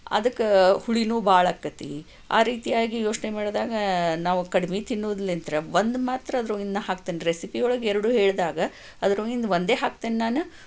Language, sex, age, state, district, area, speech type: Kannada, female, 45-60, Karnataka, Chikkaballapur, rural, spontaneous